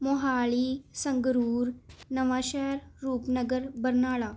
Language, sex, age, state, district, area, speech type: Punjabi, female, 18-30, Punjab, Mohali, urban, spontaneous